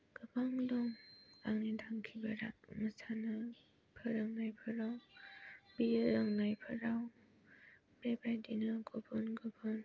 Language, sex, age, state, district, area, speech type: Bodo, female, 18-30, Assam, Kokrajhar, rural, spontaneous